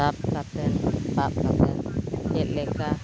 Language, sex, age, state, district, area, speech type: Santali, female, 60+, Odisha, Mayurbhanj, rural, spontaneous